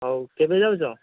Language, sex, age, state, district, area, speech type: Odia, male, 30-45, Odisha, Dhenkanal, rural, conversation